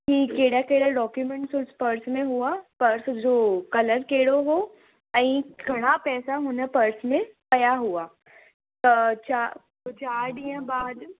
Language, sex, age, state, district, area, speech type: Sindhi, female, 18-30, Rajasthan, Ajmer, urban, conversation